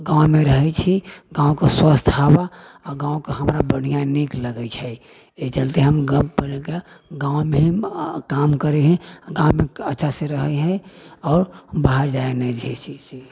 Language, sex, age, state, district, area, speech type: Maithili, male, 60+, Bihar, Sitamarhi, rural, spontaneous